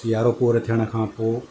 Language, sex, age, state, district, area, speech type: Sindhi, male, 60+, Maharashtra, Thane, urban, spontaneous